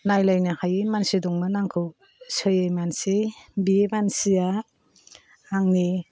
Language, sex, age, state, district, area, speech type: Bodo, female, 45-60, Assam, Chirang, rural, spontaneous